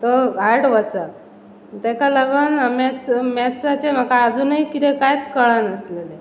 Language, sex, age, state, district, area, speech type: Goan Konkani, female, 30-45, Goa, Pernem, rural, spontaneous